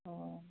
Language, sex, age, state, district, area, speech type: Bodo, female, 30-45, Assam, Chirang, rural, conversation